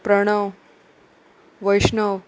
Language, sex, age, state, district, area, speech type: Goan Konkani, female, 30-45, Goa, Salcete, rural, spontaneous